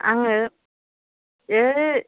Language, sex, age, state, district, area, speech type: Bodo, female, 18-30, Assam, Udalguri, rural, conversation